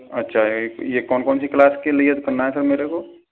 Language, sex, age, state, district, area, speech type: Hindi, male, 60+, Rajasthan, Karauli, rural, conversation